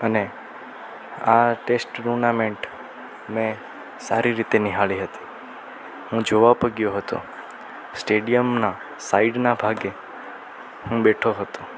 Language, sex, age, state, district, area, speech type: Gujarati, male, 18-30, Gujarat, Rajkot, rural, spontaneous